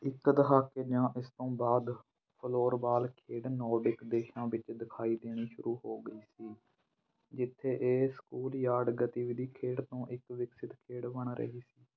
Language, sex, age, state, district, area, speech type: Punjabi, male, 18-30, Punjab, Fatehgarh Sahib, rural, read